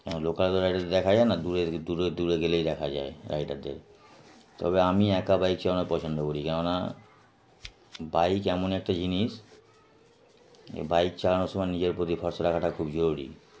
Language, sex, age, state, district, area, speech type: Bengali, male, 30-45, West Bengal, Darjeeling, urban, spontaneous